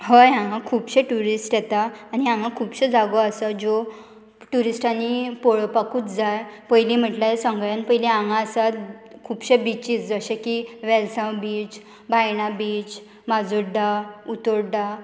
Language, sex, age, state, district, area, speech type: Goan Konkani, female, 18-30, Goa, Murmgao, rural, spontaneous